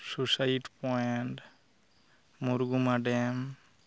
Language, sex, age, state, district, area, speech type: Santali, male, 18-30, West Bengal, Purulia, rural, spontaneous